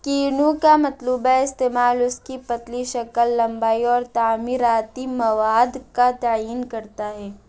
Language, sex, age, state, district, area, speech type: Urdu, female, 45-60, Uttar Pradesh, Lucknow, rural, read